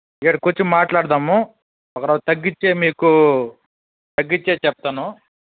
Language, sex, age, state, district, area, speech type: Telugu, male, 30-45, Andhra Pradesh, Sri Balaji, rural, conversation